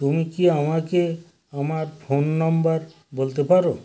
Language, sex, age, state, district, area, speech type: Bengali, male, 60+, West Bengal, North 24 Parganas, rural, read